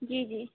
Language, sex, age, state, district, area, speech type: Hindi, female, 18-30, Madhya Pradesh, Chhindwara, urban, conversation